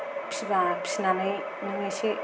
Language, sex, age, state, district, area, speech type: Bodo, female, 30-45, Assam, Kokrajhar, rural, spontaneous